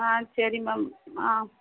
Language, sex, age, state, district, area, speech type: Tamil, female, 30-45, Tamil Nadu, Thoothukudi, urban, conversation